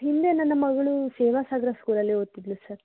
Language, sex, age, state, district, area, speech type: Kannada, female, 18-30, Karnataka, Shimoga, urban, conversation